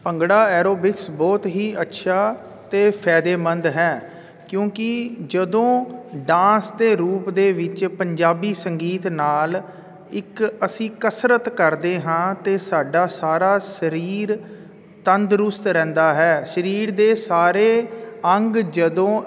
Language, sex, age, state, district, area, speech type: Punjabi, male, 45-60, Punjab, Jalandhar, urban, spontaneous